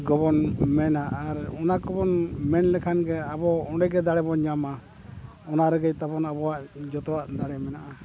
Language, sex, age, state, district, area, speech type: Santali, male, 60+, Odisha, Mayurbhanj, rural, spontaneous